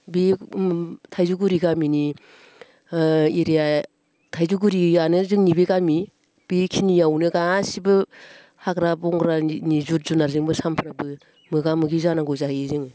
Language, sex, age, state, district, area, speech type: Bodo, female, 45-60, Assam, Baksa, rural, spontaneous